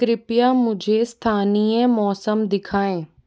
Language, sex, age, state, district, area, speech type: Hindi, female, 30-45, Rajasthan, Jaipur, urban, read